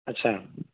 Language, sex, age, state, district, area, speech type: Odia, male, 45-60, Odisha, Sambalpur, rural, conversation